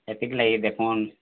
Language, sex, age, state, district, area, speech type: Odia, male, 18-30, Odisha, Bargarh, urban, conversation